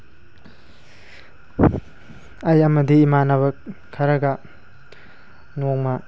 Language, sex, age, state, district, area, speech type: Manipuri, male, 18-30, Manipur, Tengnoupal, urban, spontaneous